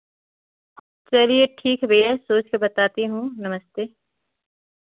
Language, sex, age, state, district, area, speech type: Hindi, female, 18-30, Uttar Pradesh, Ghazipur, urban, conversation